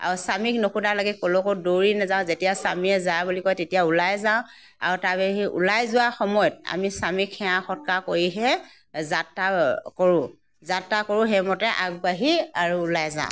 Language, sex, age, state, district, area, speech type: Assamese, female, 60+, Assam, Morigaon, rural, spontaneous